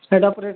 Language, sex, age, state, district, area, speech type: Odia, male, 30-45, Odisha, Bargarh, urban, conversation